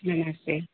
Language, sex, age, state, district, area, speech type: Sindhi, female, 45-60, Maharashtra, Thane, urban, conversation